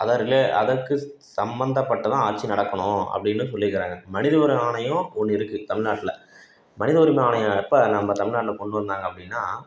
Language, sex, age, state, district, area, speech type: Tamil, male, 30-45, Tamil Nadu, Salem, urban, spontaneous